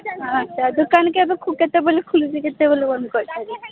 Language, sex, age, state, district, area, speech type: Odia, female, 30-45, Odisha, Sambalpur, rural, conversation